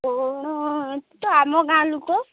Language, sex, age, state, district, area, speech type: Odia, female, 45-60, Odisha, Angul, rural, conversation